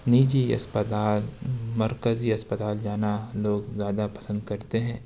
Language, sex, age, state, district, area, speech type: Urdu, male, 60+, Uttar Pradesh, Lucknow, rural, spontaneous